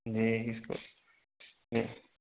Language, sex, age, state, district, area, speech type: Urdu, male, 18-30, Uttar Pradesh, Saharanpur, urban, conversation